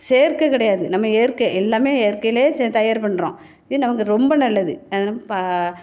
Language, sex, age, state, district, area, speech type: Tamil, female, 45-60, Tamil Nadu, Thoothukudi, urban, spontaneous